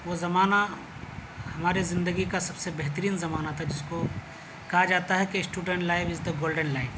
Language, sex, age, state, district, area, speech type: Urdu, male, 30-45, Delhi, South Delhi, urban, spontaneous